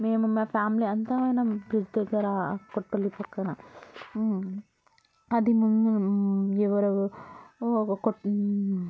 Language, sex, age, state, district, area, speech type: Telugu, female, 18-30, Telangana, Vikarabad, urban, spontaneous